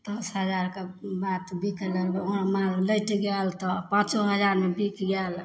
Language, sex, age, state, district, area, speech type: Maithili, female, 45-60, Bihar, Samastipur, rural, spontaneous